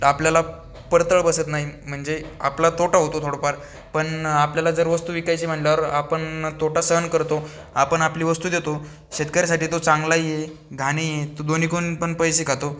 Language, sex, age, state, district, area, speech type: Marathi, male, 18-30, Maharashtra, Aurangabad, rural, spontaneous